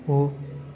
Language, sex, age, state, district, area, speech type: Nepali, male, 18-30, West Bengal, Darjeeling, rural, read